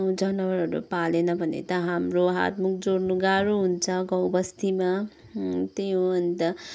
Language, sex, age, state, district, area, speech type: Nepali, male, 60+, West Bengal, Kalimpong, rural, spontaneous